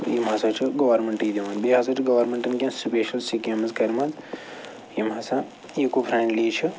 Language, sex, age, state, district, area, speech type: Kashmiri, male, 45-60, Jammu and Kashmir, Srinagar, urban, spontaneous